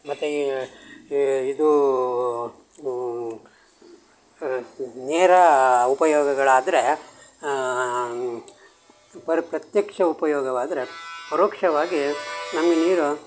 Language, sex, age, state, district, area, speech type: Kannada, male, 60+, Karnataka, Shimoga, rural, spontaneous